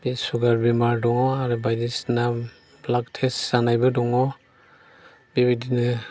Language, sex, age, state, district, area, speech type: Bodo, male, 60+, Assam, Chirang, rural, spontaneous